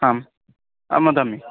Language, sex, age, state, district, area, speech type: Sanskrit, male, 18-30, Karnataka, Uttara Kannada, rural, conversation